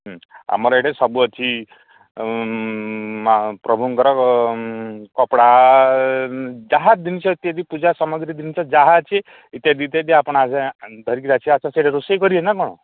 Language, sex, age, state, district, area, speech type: Odia, male, 45-60, Odisha, Koraput, rural, conversation